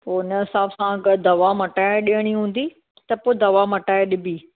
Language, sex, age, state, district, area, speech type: Sindhi, female, 30-45, Maharashtra, Thane, urban, conversation